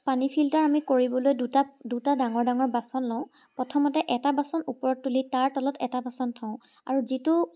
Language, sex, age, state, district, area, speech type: Assamese, female, 18-30, Assam, Charaideo, urban, spontaneous